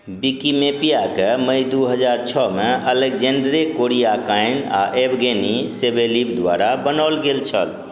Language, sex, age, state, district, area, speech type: Maithili, male, 60+, Bihar, Madhubani, rural, read